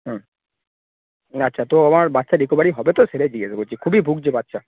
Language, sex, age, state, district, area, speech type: Bengali, male, 18-30, West Bengal, Cooch Behar, urban, conversation